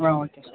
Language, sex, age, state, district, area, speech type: Tamil, male, 18-30, Tamil Nadu, Thanjavur, rural, conversation